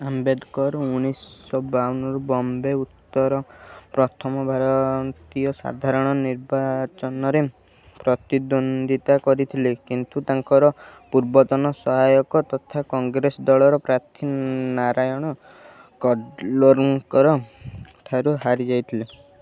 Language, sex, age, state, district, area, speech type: Odia, male, 18-30, Odisha, Kendujhar, urban, read